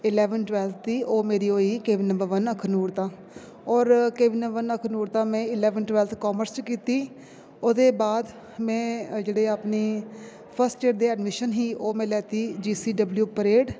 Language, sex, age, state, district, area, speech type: Dogri, female, 30-45, Jammu and Kashmir, Jammu, rural, spontaneous